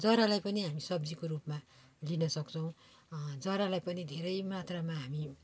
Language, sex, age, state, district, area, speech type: Nepali, female, 45-60, West Bengal, Darjeeling, rural, spontaneous